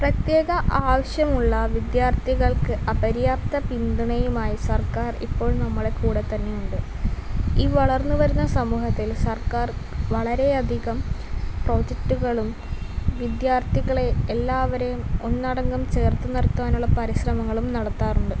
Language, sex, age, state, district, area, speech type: Malayalam, female, 18-30, Kerala, Palakkad, rural, spontaneous